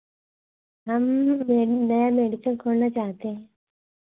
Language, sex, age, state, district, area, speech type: Hindi, female, 30-45, Uttar Pradesh, Hardoi, rural, conversation